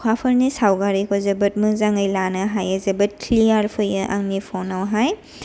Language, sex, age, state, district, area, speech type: Bodo, female, 18-30, Assam, Kokrajhar, rural, spontaneous